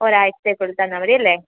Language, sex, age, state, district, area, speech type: Malayalam, female, 18-30, Kerala, Alappuzha, rural, conversation